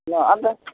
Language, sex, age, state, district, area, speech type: Nepali, female, 60+, West Bengal, Jalpaiguri, rural, conversation